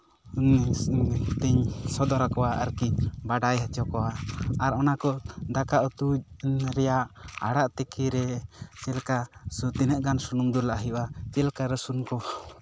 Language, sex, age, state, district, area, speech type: Santali, male, 18-30, West Bengal, Bankura, rural, spontaneous